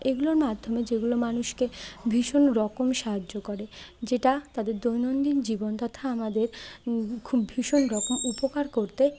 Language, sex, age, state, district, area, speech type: Bengali, female, 30-45, West Bengal, Bankura, urban, spontaneous